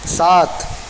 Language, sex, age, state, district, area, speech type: Urdu, male, 30-45, Uttar Pradesh, Mau, urban, read